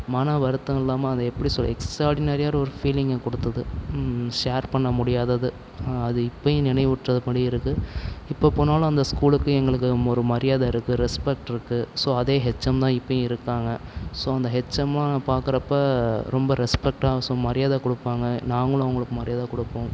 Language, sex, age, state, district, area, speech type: Tamil, male, 45-60, Tamil Nadu, Tiruvarur, urban, spontaneous